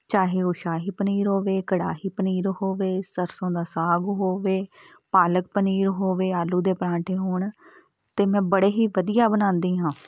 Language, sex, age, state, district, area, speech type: Punjabi, female, 30-45, Punjab, Patiala, rural, spontaneous